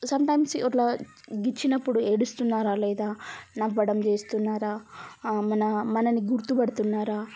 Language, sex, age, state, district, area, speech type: Telugu, female, 18-30, Telangana, Mancherial, rural, spontaneous